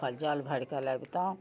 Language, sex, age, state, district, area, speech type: Maithili, female, 60+, Bihar, Muzaffarpur, rural, spontaneous